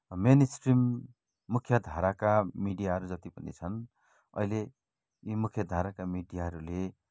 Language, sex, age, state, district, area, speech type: Nepali, male, 45-60, West Bengal, Kalimpong, rural, spontaneous